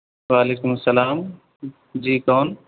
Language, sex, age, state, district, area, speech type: Urdu, male, 18-30, Bihar, Purnia, rural, conversation